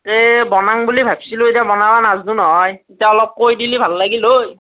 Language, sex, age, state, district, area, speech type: Assamese, male, 18-30, Assam, Nalbari, rural, conversation